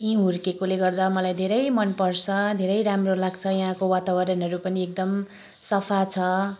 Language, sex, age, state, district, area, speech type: Nepali, female, 30-45, West Bengal, Kalimpong, rural, spontaneous